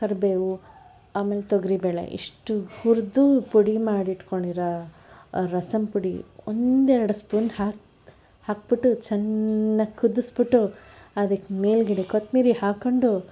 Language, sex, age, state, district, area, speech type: Kannada, female, 60+, Karnataka, Bangalore Urban, urban, spontaneous